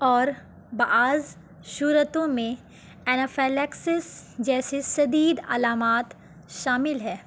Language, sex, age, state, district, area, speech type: Urdu, female, 18-30, Bihar, Gaya, urban, spontaneous